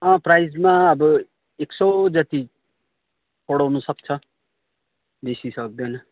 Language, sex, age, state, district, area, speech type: Nepali, male, 45-60, West Bengal, Kalimpong, rural, conversation